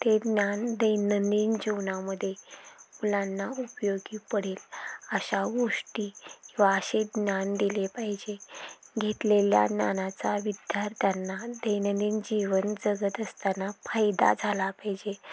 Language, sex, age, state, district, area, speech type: Marathi, female, 30-45, Maharashtra, Satara, rural, spontaneous